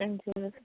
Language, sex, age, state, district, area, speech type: Nepali, female, 30-45, West Bengal, Kalimpong, rural, conversation